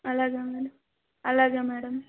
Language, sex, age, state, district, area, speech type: Telugu, female, 18-30, Andhra Pradesh, Nellore, rural, conversation